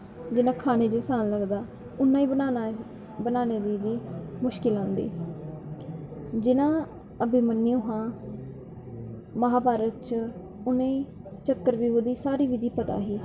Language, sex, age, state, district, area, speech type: Dogri, female, 18-30, Jammu and Kashmir, Kathua, rural, spontaneous